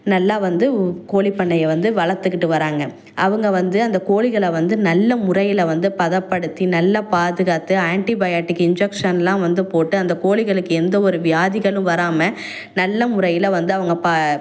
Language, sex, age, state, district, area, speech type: Tamil, female, 18-30, Tamil Nadu, Tiruvallur, rural, spontaneous